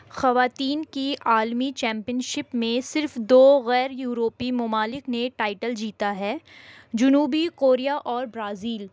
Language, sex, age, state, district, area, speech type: Urdu, female, 18-30, Delhi, East Delhi, urban, read